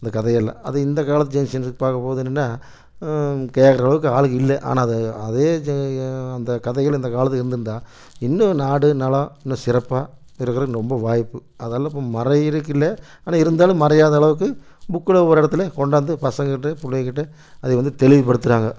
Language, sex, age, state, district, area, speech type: Tamil, male, 60+, Tamil Nadu, Erode, urban, spontaneous